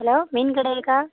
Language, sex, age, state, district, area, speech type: Tamil, female, 30-45, Tamil Nadu, Thoothukudi, rural, conversation